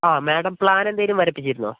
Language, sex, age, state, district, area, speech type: Malayalam, female, 45-60, Kerala, Wayanad, rural, conversation